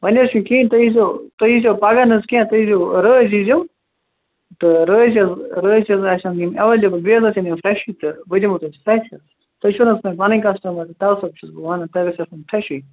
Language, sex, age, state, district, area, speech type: Kashmiri, male, 18-30, Jammu and Kashmir, Kupwara, rural, conversation